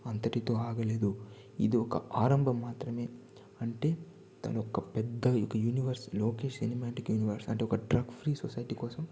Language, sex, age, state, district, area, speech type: Telugu, male, 18-30, Andhra Pradesh, Chittoor, urban, spontaneous